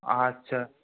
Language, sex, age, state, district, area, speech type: Bengali, male, 18-30, West Bengal, Howrah, urban, conversation